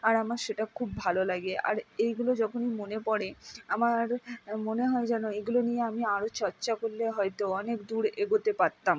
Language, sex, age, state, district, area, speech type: Bengali, female, 60+, West Bengal, Purba Bardhaman, rural, spontaneous